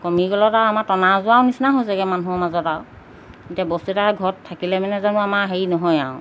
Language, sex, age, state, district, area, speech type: Assamese, female, 45-60, Assam, Golaghat, urban, spontaneous